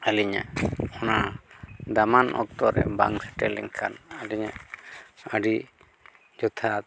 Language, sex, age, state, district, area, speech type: Santali, male, 45-60, Jharkhand, East Singhbhum, rural, spontaneous